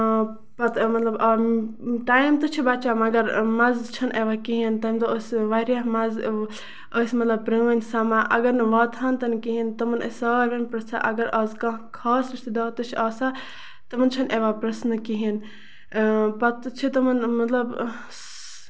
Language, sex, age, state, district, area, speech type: Kashmiri, female, 30-45, Jammu and Kashmir, Bandipora, rural, spontaneous